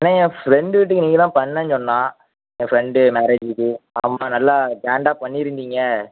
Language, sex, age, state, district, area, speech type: Tamil, male, 18-30, Tamil Nadu, Thoothukudi, rural, conversation